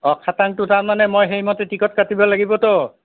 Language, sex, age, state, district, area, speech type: Assamese, male, 60+, Assam, Nalbari, rural, conversation